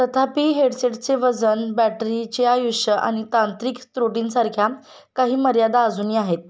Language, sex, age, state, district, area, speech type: Marathi, female, 18-30, Maharashtra, Kolhapur, urban, spontaneous